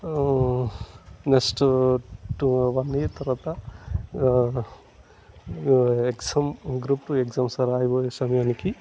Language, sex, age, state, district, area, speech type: Telugu, male, 30-45, Andhra Pradesh, Sri Balaji, urban, spontaneous